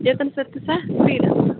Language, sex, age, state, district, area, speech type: Tamil, female, 18-30, Tamil Nadu, Thanjavur, urban, conversation